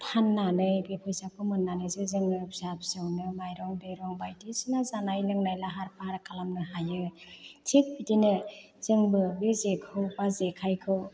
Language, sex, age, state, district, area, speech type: Bodo, female, 45-60, Assam, Chirang, rural, spontaneous